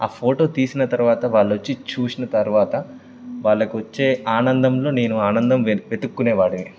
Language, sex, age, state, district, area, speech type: Telugu, male, 18-30, Telangana, Karimnagar, rural, spontaneous